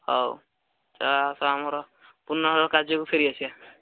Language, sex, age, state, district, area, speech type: Odia, male, 18-30, Odisha, Jagatsinghpur, rural, conversation